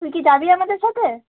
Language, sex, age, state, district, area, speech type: Bengali, female, 18-30, West Bengal, Uttar Dinajpur, urban, conversation